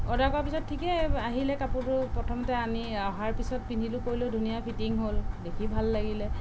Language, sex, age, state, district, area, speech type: Assamese, female, 30-45, Assam, Sonitpur, rural, spontaneous